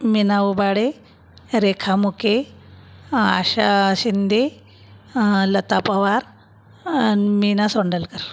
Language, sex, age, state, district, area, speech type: Marathi, female, 45-60, Maharashtra, Buldhana, rural, spontaneous